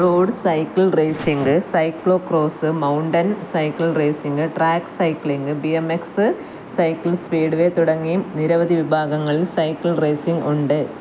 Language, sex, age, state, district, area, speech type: Malayalam, female, 30-45, Kerala, Kasaragod, rural, read